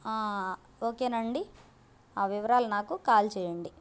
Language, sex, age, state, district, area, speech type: Telugu, female, 18-30, Andhra Pradesh, Bapatla, urban, spontaneous